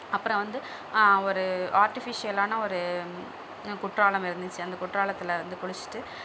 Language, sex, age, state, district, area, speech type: Tamil, female, 45-60, Tamil Nadu, Sivaganga, urban, spontaneous